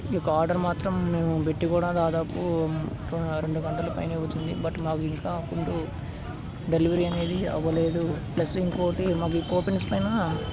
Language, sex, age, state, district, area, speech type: Telugu, male, 18-30, Telangana, Khammam, urban, spontaneous